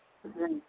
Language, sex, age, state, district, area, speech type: Punjabi, female, 45-60, Punjab, Mansa, urban, conversation